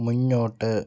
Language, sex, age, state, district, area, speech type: Malayalam, male, 30-45, Kerala, Palakkad, rural, read